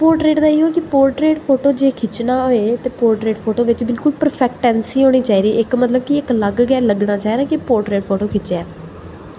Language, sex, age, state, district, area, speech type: Dogri, female, 18-30, Jammu and Kashmir, Jammu, urban, spontaneous